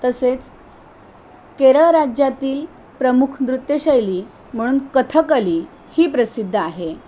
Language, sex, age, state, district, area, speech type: Marathi, female, 45-60, Maharashtra, Thane, rural, spontaneous